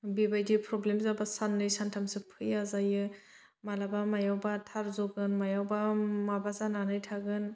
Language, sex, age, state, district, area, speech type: Bodo, female, 18-30, Assam, Udalguri, urban, spontaneous